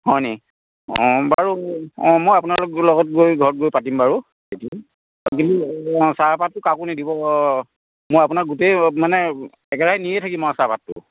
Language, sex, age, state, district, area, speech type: Assamese, male, 60+, Assam, Dhemaji, rural, conversation